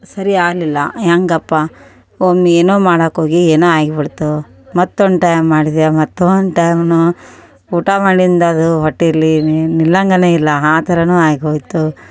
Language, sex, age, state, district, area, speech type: Kannada, female, 30-45, Karnataka, Koppal, urban, spontaneous